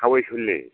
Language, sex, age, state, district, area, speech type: Bodo, male, 60+, Assam, Chirang, rural, conversation